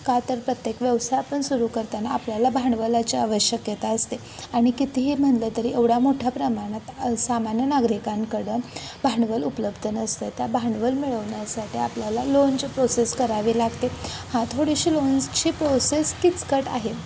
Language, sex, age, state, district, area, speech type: Marathi, female, 18-30, Maharashtra, Kolhapur, rural, spontaneous